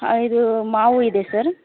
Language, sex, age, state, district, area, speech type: Kannada, female, 30-45, Karnataka, Vijayanagara, rural, conversation